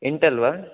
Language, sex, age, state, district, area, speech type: Sanskrit, male, 18-30, Tamil Nadu, Tiruvallur, rural, conversation